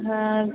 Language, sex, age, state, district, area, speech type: Kannada, female, 30-45, Karnataka, Belgaum, rural, conversation